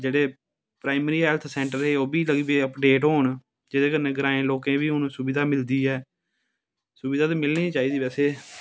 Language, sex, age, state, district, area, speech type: Dogri, male, 30-45, Jammu and Kashmir, Samba, rural, spontaneous